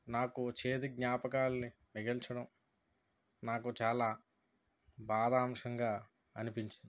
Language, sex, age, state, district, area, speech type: Telugu, male, 60+, Andhra Pradesh, East Godavari, urban, spontaneous